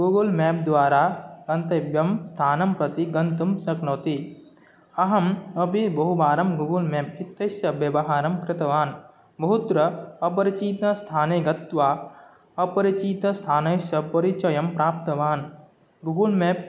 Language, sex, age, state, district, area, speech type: Sanskrit, male, 18-30, Assam, Nagaon, rural, spontaneous